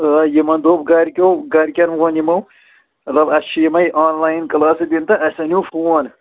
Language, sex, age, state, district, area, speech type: Kashmiri, male, 30-45, Jammu and Kashmir, Srinagar, urban, conversation